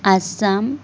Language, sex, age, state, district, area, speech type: Kannada, female, 60+, Karnataka, Chikkaballapur, urban, spontaneous